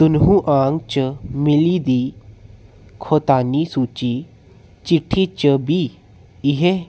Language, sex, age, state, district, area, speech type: Dogri, male, 30-45, Jammu and Kashmir, Udhampur, rural, read